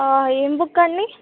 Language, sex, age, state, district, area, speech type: Telugu, female, 18-30, Telangana, Ranga Reddy, rural, conversation